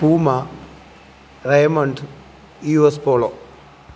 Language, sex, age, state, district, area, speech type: Malayalam, male, 45-60, Kerala, Alappuzha, rural, spontaneous